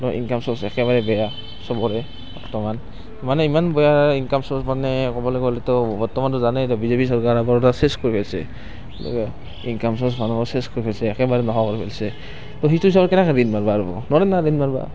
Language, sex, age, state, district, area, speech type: Assamese, male, 18-30, Assam, Barpeta, rural, spontaneous